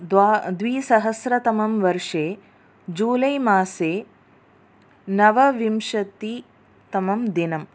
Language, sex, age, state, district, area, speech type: Sanskrit, female, 30-45, Tamil Nadu, Tiruchirappalli, urban, spontaneous